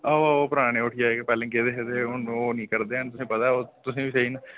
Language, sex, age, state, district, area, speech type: Dogri, male, 18-30, Jammu and Kashmir, Udhampur, rural, conversation